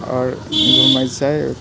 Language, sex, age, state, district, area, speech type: Maithili, male, 45-60, Bihar, Purnia, rural, spontaneous